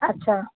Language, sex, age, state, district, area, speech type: Sindhi, female, 30-45, Rajasthan, Ajmer, urban, conversation